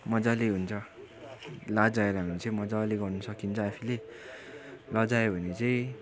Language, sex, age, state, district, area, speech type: Nepali, male, 18-30, West Bengal, Darjeeling, rural, spontaneous